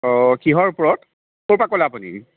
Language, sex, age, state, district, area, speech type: Assamese, male, 45-60, Assam, Jorhat, urban, conversation